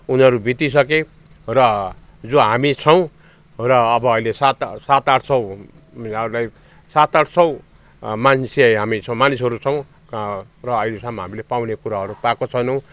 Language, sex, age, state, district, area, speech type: Nepali, male, 60+, West Bengal, Jalpaiguri, urban, spontaneous